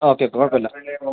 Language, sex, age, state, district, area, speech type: Malayalam, male, 30-45, Kerala, Pathanamthitta, rural, conversation